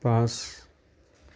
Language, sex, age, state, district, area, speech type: Assamese, male, 45-60, Assam, Darrang, rural, read